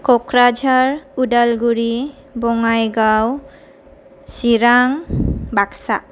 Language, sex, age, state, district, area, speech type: Bodo, female, 18-30, Assam, Kokrajhar, rural, spontaneous